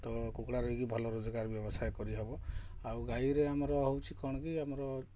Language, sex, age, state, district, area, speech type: Odia, male, 45-60, Odisha, Kalahandi, rural, spontaneous